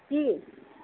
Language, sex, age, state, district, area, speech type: Assamese, female, 60+, Assam, Majuli, urban, conversation